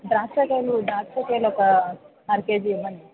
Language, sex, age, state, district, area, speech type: Telugu, female, 45-60, Andhra Pradesh, N T Rama Rao, urban, conversation